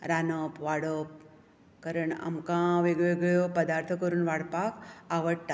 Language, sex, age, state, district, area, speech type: Goan Konkani, female, 45-60, Goa, Bardez, rural, spontaneous